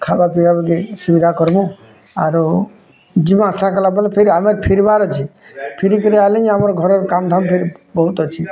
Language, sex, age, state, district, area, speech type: Odia, male, 60+, Odisha, Bargarh, urban, spontaneous